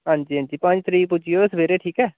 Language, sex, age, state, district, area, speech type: Dogri, male, 18-30, Jammu and Kashmir, Udhampur, rural, conversation